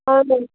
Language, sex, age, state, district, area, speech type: Kashmiri, female, 30-45, Jammu and Kashmir, Bandipora, rural, conversation